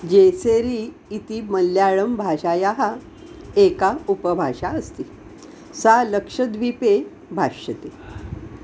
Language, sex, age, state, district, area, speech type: Sanskrit, female, 60+, Maharashtra, Nagpur, urban, read